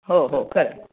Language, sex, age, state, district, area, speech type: Marathi, female, 60+, Maharashtra, Pune, urban, conversation